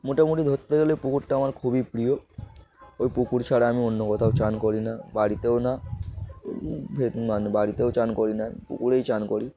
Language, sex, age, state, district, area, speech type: Bengali, male, 18-30, West Bengal, Darjeeling, urban, spontaneous